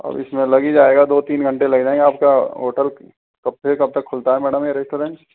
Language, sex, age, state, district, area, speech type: Hindi, male, 18-30, Rajasthan, Karauli, rural, conversation